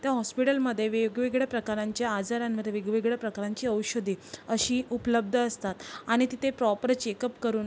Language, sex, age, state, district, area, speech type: Marathi, female, 45-60, Maharashtra, Yavatmal, urban, spontaneous